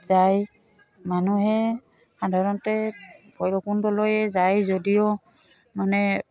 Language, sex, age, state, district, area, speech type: Assamese, female, 45-60, Assam, Udalguri, rural, spontaneous